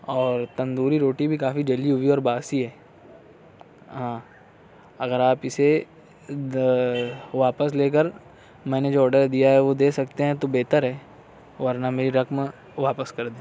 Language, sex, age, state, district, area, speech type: Urdu, male, 60+, Maharashtra, Nashik, urban, spontaneous